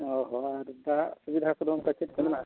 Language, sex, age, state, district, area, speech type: Santali, male, 45-60, Odisha, Mayurbhanj, rural, conversation